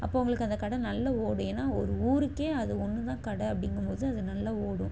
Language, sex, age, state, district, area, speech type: Tamil, female, 18-30, Tamil Nadu, Chennai, urban, spontaneous